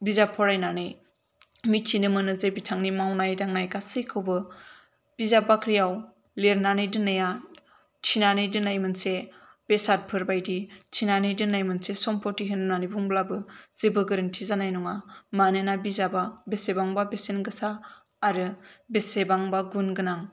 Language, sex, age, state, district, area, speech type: Bodo, female, 18-30, Assam, Kokrajhar, urban, spontaneous